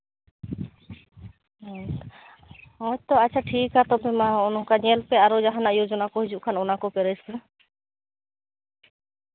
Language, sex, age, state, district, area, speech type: Santali, female, 18-30, Jharkhand, Seraikela Kharsawan, rural, conversation